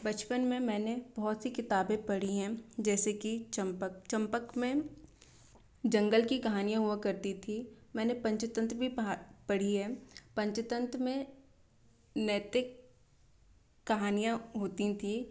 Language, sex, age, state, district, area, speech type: Hindi, female, 18-30, Madhya Pradesh, Bhopal, urban, spontaneous